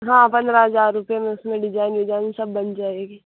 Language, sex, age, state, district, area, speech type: Hindi, female, 18-30, Rajasthan, Nagaur, rural, conversation